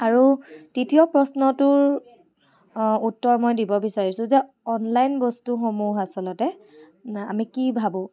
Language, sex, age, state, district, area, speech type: Assamese, female, 30-45, Assam, Charaideo, urban, spontaneous